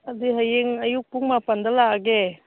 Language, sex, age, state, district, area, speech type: Manipuri, female, 60+, Manipur, Churachandpur, urban, conversation